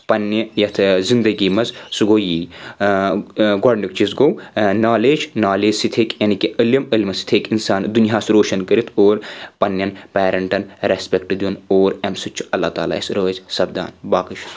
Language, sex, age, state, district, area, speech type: Kashmiri, male, 18-30, Jammu and Kashmir, Anantnag, rural, spontaneous